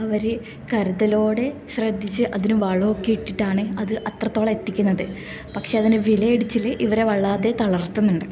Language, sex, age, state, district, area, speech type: Malayalam, female, 18-30, Kerala, Kasaragod, rural, spontaneous